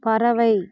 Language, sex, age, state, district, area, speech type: Tamil, female, 30-45, Tamil Nadu, Namakkal, rural, read